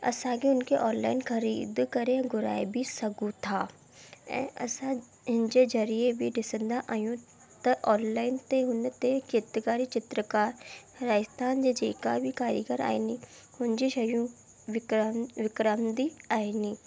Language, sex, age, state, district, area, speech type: Sindhi, female, 18-30, Rajasthan, Ajmer, urban, spontaneous